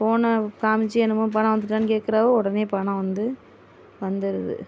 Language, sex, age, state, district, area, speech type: Tamil, female, 60+, Tamil Nadu, Tiruvarur, rural, spontaneous